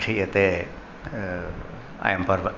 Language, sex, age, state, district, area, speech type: Sanskrit, male, 60+, Tamil Nadu, Thanjavur, urban, spontaneous